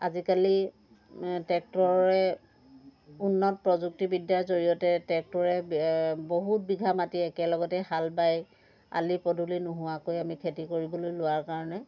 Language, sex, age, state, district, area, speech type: Assamese, female, 60+, Assam, Dhemaji, rural, spontaneous